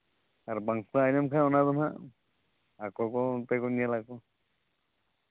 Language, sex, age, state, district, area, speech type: Santali, male, 18-30, Jharkhand, East Singhbhum, rural, conversation